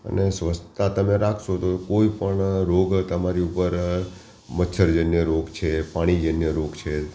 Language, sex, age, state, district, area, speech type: Gujarati, male, 60+, Gujarat, Ahmedabad, urban, spontaneous